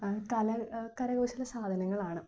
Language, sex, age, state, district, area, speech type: Malayalam, female, 18-30, Kerala, Thiruvananthapuram, urban, spontaneous